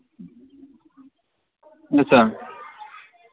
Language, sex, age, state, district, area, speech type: Dogri, male, 30-45, Jammu and Kashmir, Jammu, rural, conversation